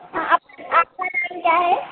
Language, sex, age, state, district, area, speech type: Hindi, female, 18-30, Madhya Pradesh, Harda, urban, conversation